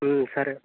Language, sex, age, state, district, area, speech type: Telugu, male, 60+, Andhra Pradesh, Eluru, rural, conversation